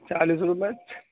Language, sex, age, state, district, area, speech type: Urdu, male, 30-45, Uttar Pradesh, Gautam Buddha Nagar, urban, conversation